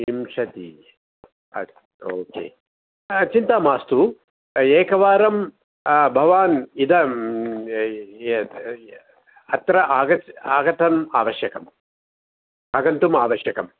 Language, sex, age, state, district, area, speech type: Sanskrit, male, 60+, Tamil Nadu, Coimbatore, urban, conversation